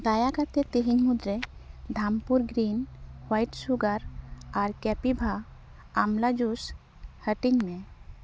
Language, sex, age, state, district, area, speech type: Santali, female, 30-45, West Bengal, Jhargram, rural, read